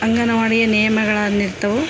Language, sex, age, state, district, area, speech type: Kannada, female, 45-60, Karnataka, Koppal, urban, spontaneous